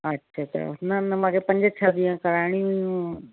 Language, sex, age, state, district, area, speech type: Sindhi, female, 45-60, Uttar Pradesh, Lucknow, urban, conversation